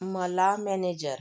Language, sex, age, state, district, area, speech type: Marathi, female, 30-45, Maharashtra, Yavatmal, rural, read